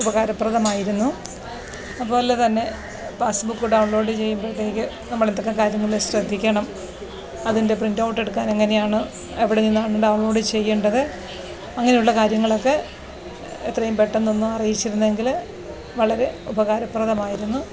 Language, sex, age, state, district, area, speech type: Malayalam, female, 45-60, Kerala, Alappuzha, rural, spontaneous